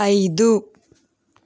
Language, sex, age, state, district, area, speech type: Telugu, female, 30-45, Andhra Pradesh, East Godavari, rural, read